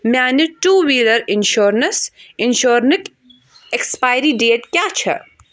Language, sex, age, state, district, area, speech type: Kashmiri, female, 18-30, Jammu and Kashmir, Budgam, urban, read